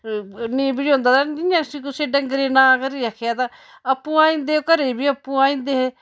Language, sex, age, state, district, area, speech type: Dogri, female, 60+, Jammu and Kashmir, Udhampur, rural, spontaneous